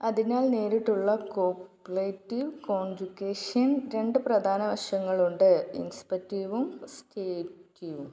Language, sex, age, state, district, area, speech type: Malayalam, female, 30-45, Kerala, Malappuram, rural, read